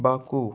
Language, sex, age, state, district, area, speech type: Goan Konkani, male, 18-30, Goa, Salcete, urban, spontaneous